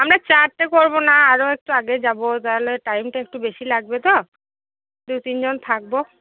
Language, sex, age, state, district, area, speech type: Bengali, female, 30-45, West Bengal, Cooch Behar, rural, conversation